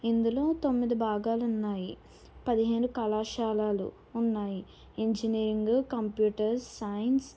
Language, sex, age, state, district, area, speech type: Telugu, female, 30-45, Andhra Pradesh, Kakinada, rural, spontaneous